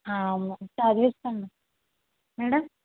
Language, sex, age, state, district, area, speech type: Telugu, female, 18-30, Telangana, Hyderabad, urban, conversation